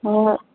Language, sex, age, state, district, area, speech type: Manipuri, female, 45-60, Manipur, Imphal East, rural, conversation